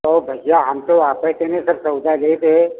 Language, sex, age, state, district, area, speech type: Hindi, male, 60+, Uttar Pradesh, Lucknow, urban, conversation